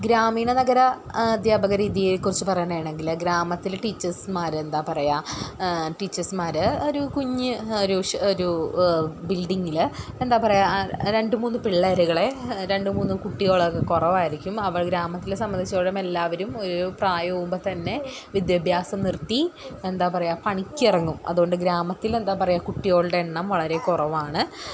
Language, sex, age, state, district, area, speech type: Malayalam, female, 30-45, Kerala, Thrissur, rural, spontaneous